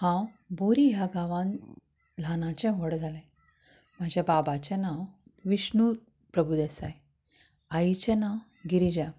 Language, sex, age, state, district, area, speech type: Goan Konkani, female, 30-45, Goa, Canacona, rural, spontaneous